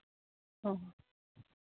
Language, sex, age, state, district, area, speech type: Santali, female, 18-30, Jharkhand, Seraikela Kharsawan, rural, conversation